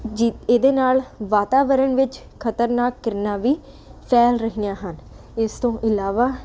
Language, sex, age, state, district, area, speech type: Punjabi, female, 18-30, Punjab, Ludhiana, urban, spontaneous